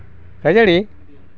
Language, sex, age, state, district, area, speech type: Santali, male, 60+, Jharkhand, East Singhbhum, rural, spontaneous